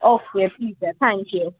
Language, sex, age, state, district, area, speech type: Urdu, male, 45-60, Maharashtra, Nashik, urban, conversation